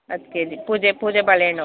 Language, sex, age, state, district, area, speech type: Kannada, female, 30-45, Karnataka, Mandya, rural, conversation